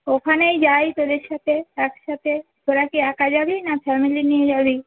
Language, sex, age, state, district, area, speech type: Bengali, female, 45-60, West Bengal, Uttar Dinajpur, urban, conversation